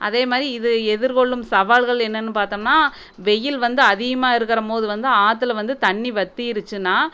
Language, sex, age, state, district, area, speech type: Tamil, female, 30-45, Tamil Nadu, Erode, rural, spontaneous